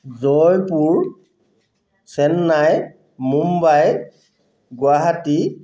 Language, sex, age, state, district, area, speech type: Assamese, male, 45-60, Assam, Dhemaji, rural, spontaneous